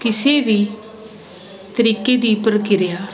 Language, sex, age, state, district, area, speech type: Punjabi, female, 30-45, Punjab, Ludhiana, urban, spontaneous